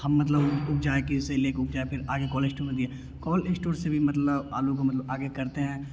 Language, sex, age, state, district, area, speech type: Hindi, male, 18-30, Bihar, Begusarai, urban, spontaneous